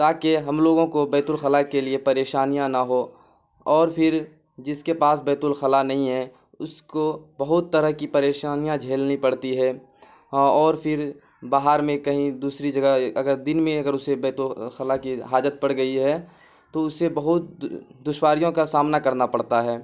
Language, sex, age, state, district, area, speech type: Urdu, male, 18-30, Bihar, Purnia, rural, spontaneous